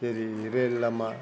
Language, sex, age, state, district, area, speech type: Bodo, male, 60+, Assam, Udalguri, urban, spontaneous